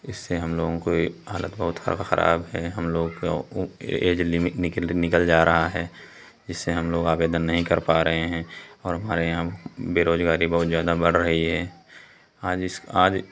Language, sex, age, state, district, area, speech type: Hindi, male, 18-30, Uttar Pradesh, Pratapgarh, rural, spontaneous